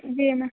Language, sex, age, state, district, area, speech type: Hindi, female, 18-30, Uttar Pradesh, Sonbhadra, rural, conversation